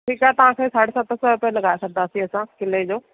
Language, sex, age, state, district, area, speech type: Sindhi, female, 30-45, Delhi, South Delhi, urban, conversation